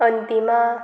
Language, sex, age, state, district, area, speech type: Goan Konkani, female, 18-30, Goa, Murmgao, rural, spontaneous